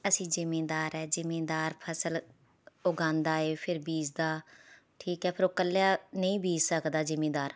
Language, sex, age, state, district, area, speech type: Punjabi, female, 30-45, Punjab, Rupnagar, urban, spontaneous